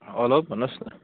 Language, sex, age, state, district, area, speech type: Nepali, male, 30-45, West Bengal, Darjeeling, rural, conversation